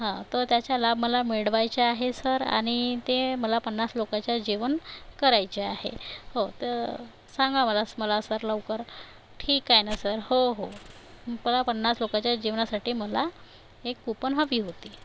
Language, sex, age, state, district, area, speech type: Marathi, female, 60+, Maharashtra, Nagpur, rural, spontaneous